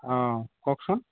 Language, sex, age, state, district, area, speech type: Assamese, male, 30-45, Assam, Lakhimpur, rural, conversation